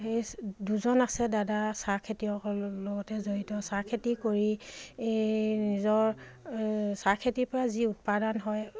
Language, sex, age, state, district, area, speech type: Assamese, female, 45-60, Assam, Dibrugarh, rural, spontaneous